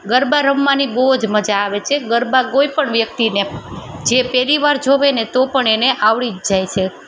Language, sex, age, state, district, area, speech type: Gujarati, female, 30-45, Gujarat, Junagadh, urban, spontaneous